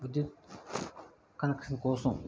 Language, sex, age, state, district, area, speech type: Telugu, male, 60+, Andhra Pradesh, Vizianagaram, rural, spontaneous